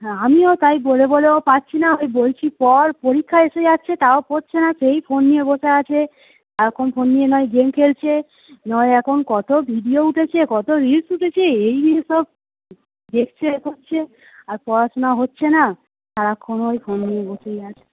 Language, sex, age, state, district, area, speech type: Bengali, female, 18-30, West Bengal, Howrah, urban, conversation